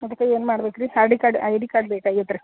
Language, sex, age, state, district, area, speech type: Kannada, female, 60+, Karnataka, Belgaum, rural, conversation